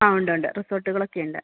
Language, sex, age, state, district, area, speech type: Malayalam, female, 30-45, Kerala, Malappuram, rural, conversation